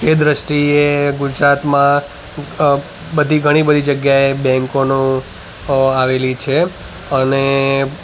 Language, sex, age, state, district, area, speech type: Gujarati, male, 30-45, Gujarat, Ahmedabad, urban, spontaneous